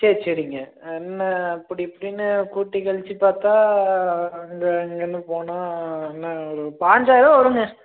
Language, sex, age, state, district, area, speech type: Tamil, male, 18-30, Tamil Nadu, Namakkal, rural, conversation